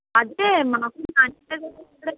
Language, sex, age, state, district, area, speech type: Telugu, female, 60+, Andhra Pradesh, Konaseema, rural, conversation